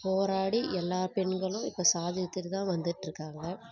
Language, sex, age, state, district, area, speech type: Tamil, female, 18-30, Tamil Nadu, Kallakurichi, rural, spontaneous